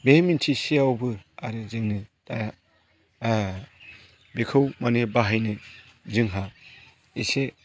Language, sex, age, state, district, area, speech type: Bodo, male, 45-60, Assam, Chirang, rural, spontaneous